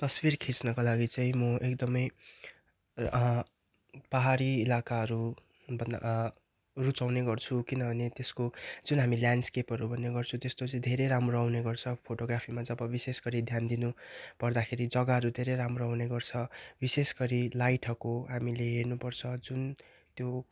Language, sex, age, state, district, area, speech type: Nepali, male, 18-30, West Bengal, Darjeeling, rural, spontaneous